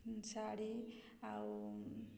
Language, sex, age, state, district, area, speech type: Odia, female, 30-45, Odisha, Mayurbhanj, rural, spontaneous